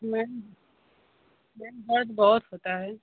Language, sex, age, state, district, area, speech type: Hindi, female, 30-45, Uttar Pradesh, Azamgarh, rural, conversation